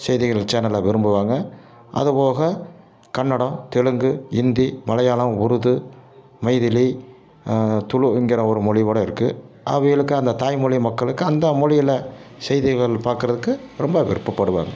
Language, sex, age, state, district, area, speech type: Tamil, male, 60+, Tamil Nadu, Tiruppur, rural, spontaneous